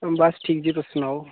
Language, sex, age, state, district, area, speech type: Dogri, male, 18-30, Jammu and Kashmir, Udhampur, rural, conversation